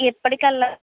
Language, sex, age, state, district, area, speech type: Telugu, female, 18-30, Andhra Pradesh, East Godavari, rural, conversation